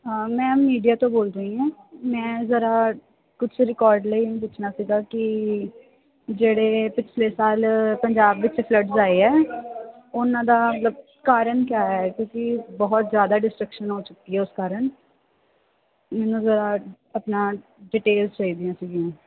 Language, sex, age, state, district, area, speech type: Punjabi, female, 18-30, Punjab, Firozpur, urban, conversation